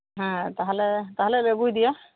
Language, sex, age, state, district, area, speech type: Santali, female, 60+, West Bengal, Bankura, rural, conversation